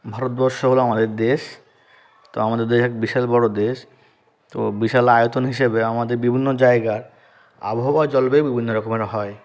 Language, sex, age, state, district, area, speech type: Bengali, male, 30-45, West Bengal, South 24 Parganas, rural, spontaneous